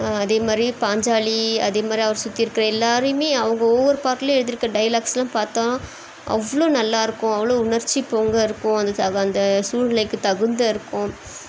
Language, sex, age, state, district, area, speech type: Tamil, female, 30-45, Tamil Nadu, Chennai, urban, spontaneous